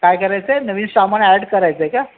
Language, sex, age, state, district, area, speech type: Marathi, male, 45-60, Maharashtra, Raigad, urban, conversation